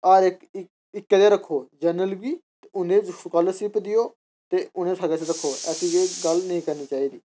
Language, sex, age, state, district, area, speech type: Dogri, male, 30-45, Jammu and Kashmir, Udhampur, urban, spontaneous